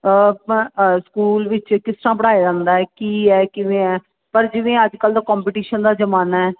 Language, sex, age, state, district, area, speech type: Punjabi, female, 45-60, Punjab, Jalandhar, urban, conversation